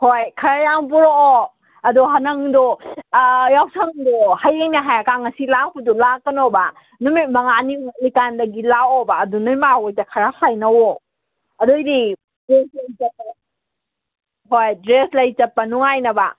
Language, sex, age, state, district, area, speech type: Manipuri, female, 18-30, Manipur, Kakching, rural, conversation